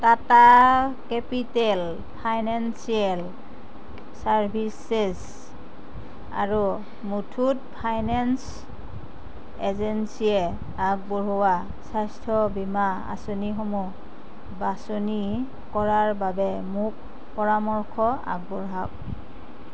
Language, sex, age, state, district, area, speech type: Assamese, female, 60+, Assam, Darrang, rural, read